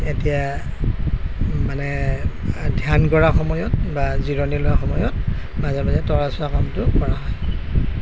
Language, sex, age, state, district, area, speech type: Assamese, male, 60+, Assam, Nalbari, rural, spontaneous